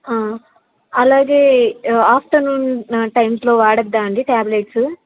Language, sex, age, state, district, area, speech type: Telugu, female, 18-30, Andhra Pradesh, Nellore, rural, conversation